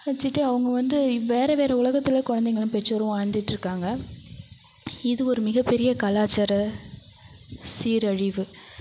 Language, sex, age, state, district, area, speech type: Tamil, female, 45-60, Tamil Nadu, Thanjavur, rural, spontaneous